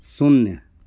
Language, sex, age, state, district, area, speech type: Hindi, male, 60+, Uttar Pradesh, Mau, rural, read